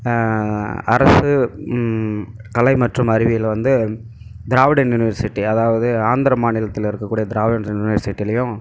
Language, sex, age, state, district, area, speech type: Tamil, male, 45-60, Tamil Nadu, Krishnagiri, rural, spontaneous